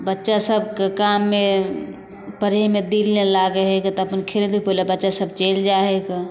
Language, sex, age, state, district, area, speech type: Maithili, female, 30-45, Bihar, Samastipur, rural, spontaneous